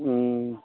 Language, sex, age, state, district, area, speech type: Manipuri, male, 60+, Manipur, Kangpokpi, urban, conversation